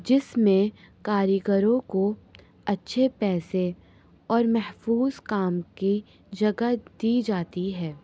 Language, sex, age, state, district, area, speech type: Urdu, female, 18-30, Delhi, North East Delhi, urban, spontaneous